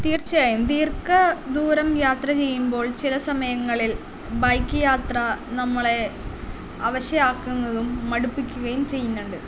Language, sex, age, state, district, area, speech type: Malayalam, female, 18-30, Kerala, Palakkad, rural, spontaneous